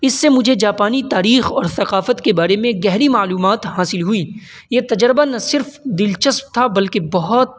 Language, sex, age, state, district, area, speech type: Urdu, male, 18-30, Uttar Pradesh, Saharanpur, urban, spontaneous